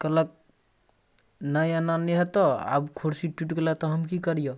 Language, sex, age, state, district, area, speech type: Maithili, male, 18-30, Bihar, Darbhanga, rural, spontaneous